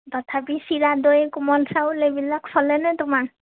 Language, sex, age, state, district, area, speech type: Assamese, female, 30-45, Assam, Nagaon, rural, conversation